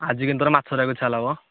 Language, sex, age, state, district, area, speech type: Odia, male, 30-45, Odisha, Nayagarh, rural, conversation